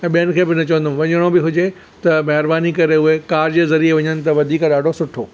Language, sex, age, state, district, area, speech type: Sindhi, male, 60+, Maharashtra, Thane, rural, spontaneous